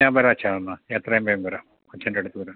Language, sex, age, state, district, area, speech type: Malayalam, male, 45-60, Kerala, Kottayam, rural, conversation